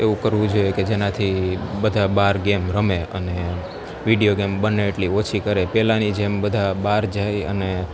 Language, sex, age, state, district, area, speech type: Gujarati, male, 18-30, Gujarat, Junagadh, urban, spontaneous